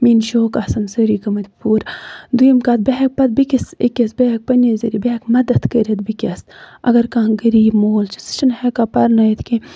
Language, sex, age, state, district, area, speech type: Kashmiri, female, 18-30, Jammu and Kashmir, Kupwara, rural, spontaneous